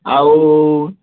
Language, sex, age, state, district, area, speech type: Odia, male, 18-30, Odisha, Ganjam, urban, conversation